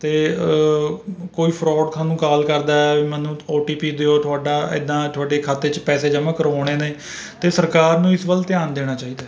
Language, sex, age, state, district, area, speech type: Punjabi, male, 30-45, Punjab, Rupnagar, rural, spontaneous